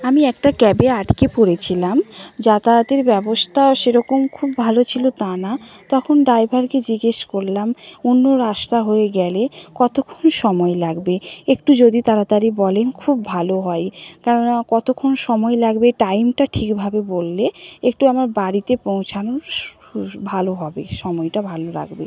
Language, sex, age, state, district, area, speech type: Bengali, female, 45-60, West Bengal, Nadia, rural, spontaneous